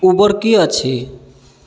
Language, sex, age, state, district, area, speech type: Maithili, male, 30-45, Bihar, Sitamarhi, urban, read